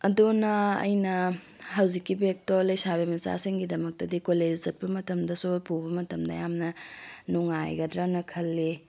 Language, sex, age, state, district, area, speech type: Manipuri, female, 18-30, Manipur, Tengnoupal, rural, spontaneous